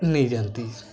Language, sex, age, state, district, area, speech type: Odia, male, 18-30, Odisha, Mayurbhanj, rural, spontaneous